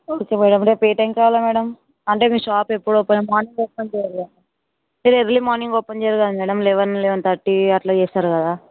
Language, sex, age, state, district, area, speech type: Telugu, female, 18-30, Telangana, Ranga Reddy, urban, conversation